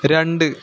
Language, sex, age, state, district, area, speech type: Malayalam, male, 18-30, Kerala, Malappuram, rural, read